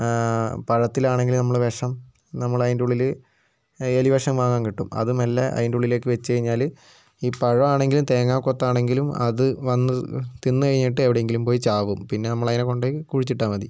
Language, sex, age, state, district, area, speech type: Malayalam, male, 30-45, Kerala, Wayanad, rural, spontaneous